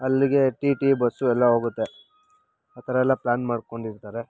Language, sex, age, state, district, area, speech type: Kannada, male, 30-45, Karnataka, Bangalore Rural, rural, spontaneous